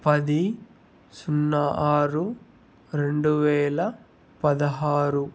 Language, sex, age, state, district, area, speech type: Telugu, male, 30-45, Andhra Pradesh, Chittoor, rural, spontaneous